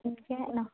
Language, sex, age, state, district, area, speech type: Assamese, female, 18-30, Assam, Charaideo, rural, conversation